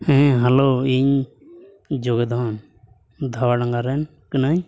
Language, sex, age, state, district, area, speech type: Santali, male, 18-30, Jharkhand, Pakur, rural, spontaneous